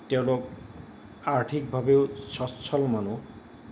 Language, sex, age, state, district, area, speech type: Assamese, male, 45-60, Assam, Goalpara, urban, spontaneous